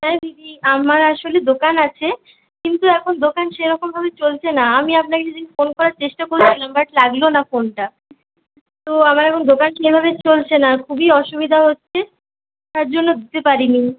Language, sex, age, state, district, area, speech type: Bengali, female, 30-45, West Bengal, Purulia, rural, conversation